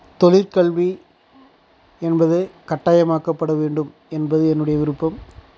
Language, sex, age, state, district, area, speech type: Tamil, male, 45-60, Tamil Nadu, Dharmapuri, rural, spontaneous